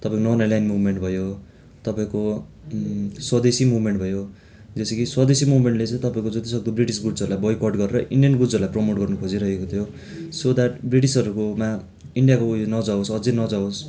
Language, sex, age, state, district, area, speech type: Nepali, male, 18-30, West Bengal, Darjeeling, rural, spontaneous